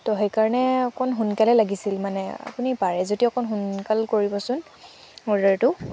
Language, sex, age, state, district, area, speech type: Assamese, female, 18-30, Assam, Sivasagar, rural, spontaneous